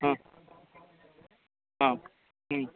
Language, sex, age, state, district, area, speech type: Kannada, male, 30-45, Karnataka, Chamarajanagar, rural, conversation